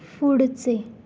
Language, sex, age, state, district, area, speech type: Marathi, female, 18-30, Maharashtra, Sindhudurg, rural, read